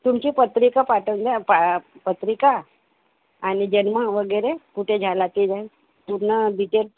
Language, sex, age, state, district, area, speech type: Marathi, female, 60+, Maharashtra, Nagpur, urban, conversation